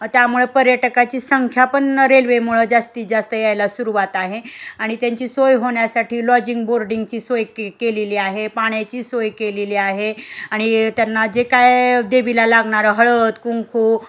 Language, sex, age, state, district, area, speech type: Marathi, female, 45-60, Maharashtra, Osmanabad, rural, spontaneous